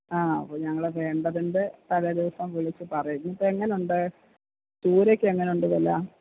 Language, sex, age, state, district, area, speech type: Malayalam, female, 60+, Kerala, Kottayam, urban, conversation